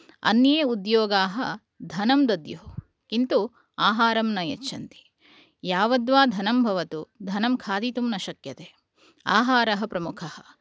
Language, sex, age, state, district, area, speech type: Sanskrit, female, 30-45, Karnataka, Udupi, urban, spontaneous